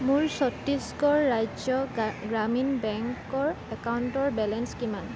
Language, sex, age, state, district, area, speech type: Assamese, female, 18-30, Assam, Kamrup Metropolitan, urban, read